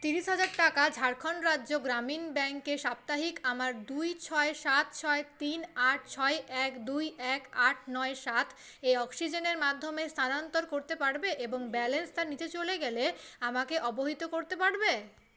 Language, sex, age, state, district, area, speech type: Bengali, female, 30-45, West Bengal, Paschim Bardhaman, urban, read